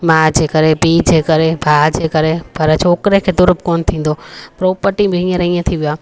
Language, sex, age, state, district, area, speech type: Sindhi, female, 30-45, Gujarat, Junagadh, rural, spontaneous